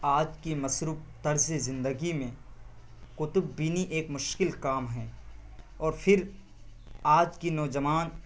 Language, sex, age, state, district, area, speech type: Urdu, male, 18-30, Bihar, Purnia, rural, spontaneous